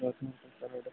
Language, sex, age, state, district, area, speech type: Telugu, male, 30-45, Andhra Pradesh, N T Rama Rao, urban, conversation